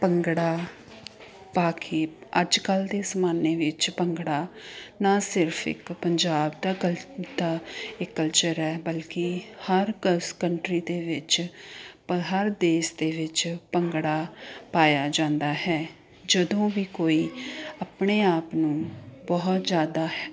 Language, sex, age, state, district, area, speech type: Punjabi, female, 30-45, Punjab, Ludhiana, urban, spontaneous